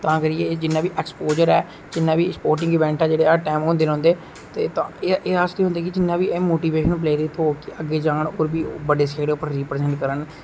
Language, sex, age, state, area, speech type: Dogri, male, 18-30, Jammu and Kashmir, rural, spontaneous